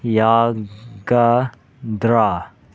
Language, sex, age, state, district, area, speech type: Manipuri, male, 18-30, Manipur, Senapati, rural, read